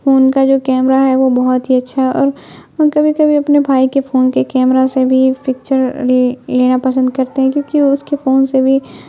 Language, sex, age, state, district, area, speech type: Urdu, female, 18-30, Bihar, Khagaria, rural, spontaneous